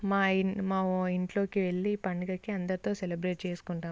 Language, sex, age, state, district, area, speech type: Telugu, female, 18-30, Andhra Pradesh, Visakhapatnam, urban, spontaneous